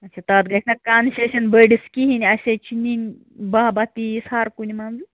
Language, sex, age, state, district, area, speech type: Kashmiri, female, 45-60, Jammu and Kashmir, Ganderbal, rural, conversation